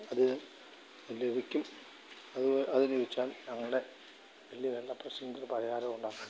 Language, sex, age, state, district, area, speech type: Malayalam, male, 45-60, Kerala, Alappuzha, rural, spontaneous